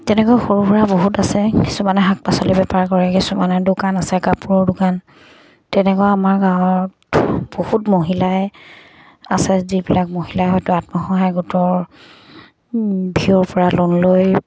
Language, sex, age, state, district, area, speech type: Assamese, female, 45-60, Assam, Dibrugarh, rural, spontaneous